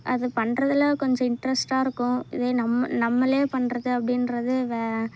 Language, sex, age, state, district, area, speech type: Tamil, female, 18-30, Tamil Nadu, Kallakurichi, rural, spontaneous